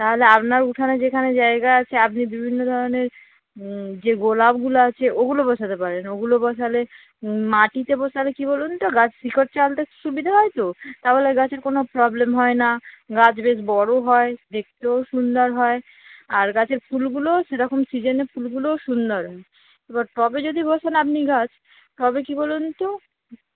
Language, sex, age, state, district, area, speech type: Bengali, female, 45-60, West Bengal, North 24 Parganas, urban, conversation